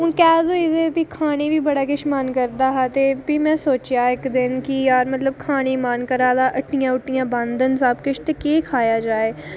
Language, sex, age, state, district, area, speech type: Dogri, female, 18-30, Jammu and Kashmir, Reasi, rural, spontaneous